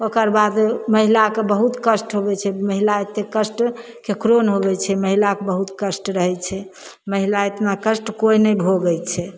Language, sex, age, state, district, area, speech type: Maithili, female, 60+, Bihar, Begusarai, rural, spontaneous